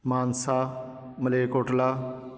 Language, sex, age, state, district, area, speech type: Punjabi, male, 30-45, Punjab, Patiala, urban, spontaneous